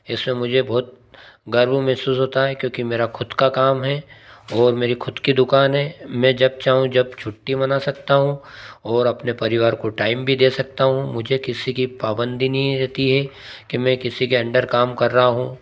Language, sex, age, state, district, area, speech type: Hindi, male, 30-45, Madhya Pradesh, Ujjain, rural, spontaneous